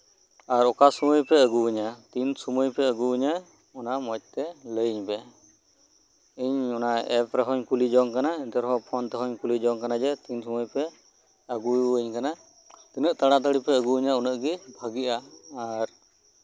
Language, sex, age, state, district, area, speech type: Santali, male, 30-45, West Bengal, Birbhum, rural, spontaneous